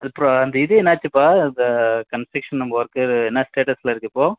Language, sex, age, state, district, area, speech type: Tamil, male, 18-30, Tamil Nadu, Krishnagiri, rural, conversation